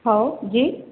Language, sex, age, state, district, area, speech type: Marathi, female, 30-45, Maharashtra, Nagpur, rural, conversation